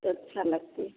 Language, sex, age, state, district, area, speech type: Hindi, female, 30-45, Bihar, Vaishali, rural, conversation